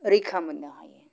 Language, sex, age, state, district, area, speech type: Bodo, male, 45-60, Assam, Kokrajhar, urban, spontaneous